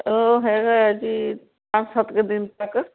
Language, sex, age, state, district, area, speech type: Punjabi, female, 45-60, Punjab, Shaheed Bhagat Singh Nagar, urban, conversation